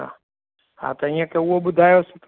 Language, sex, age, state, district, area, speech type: Sindhi, male, 45-60, Gujarat, Kutch, urban, conversation